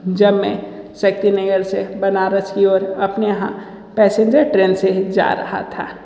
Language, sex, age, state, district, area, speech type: Hindi, male, 30-45, Uttar Pradesh, Sonbhadra, rural, spontaneous